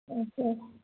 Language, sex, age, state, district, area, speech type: Assamese, female, 60+, Assam, Dibrugarh, rural, conversation